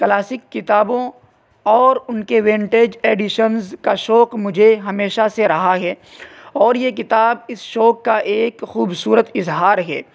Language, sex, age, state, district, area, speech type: Urdu, male, 18-30, Uttar Pradesh, Saharanpur, urban, spontaneous